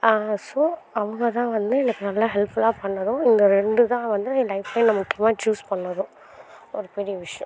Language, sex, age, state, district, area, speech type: Tamil, female, 18-30, Tamil Nadu, Karur, rural, spontaneous